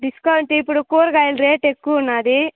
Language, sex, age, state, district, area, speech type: Telugu, female, 18-30, Andhra Pradesh, Sri Balaji, rural, conversation